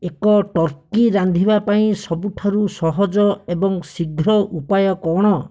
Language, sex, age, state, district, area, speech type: Odia, male, 18-30, Odisha, Bhadrak, rural, read